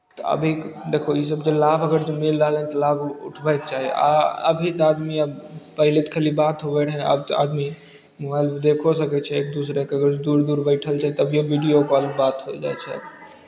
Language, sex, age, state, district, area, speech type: Maithili, male, 18-30, Bihar, Begusarai, rural, spontaneous